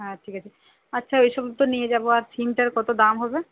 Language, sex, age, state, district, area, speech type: Bengali, female, 30-45, West Bengal, Uttar Dinajpur, urban, conversation